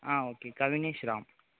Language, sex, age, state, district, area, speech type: Tamil, male, 18-30, Tamil Nadu, Tiruvarur, urban, conversation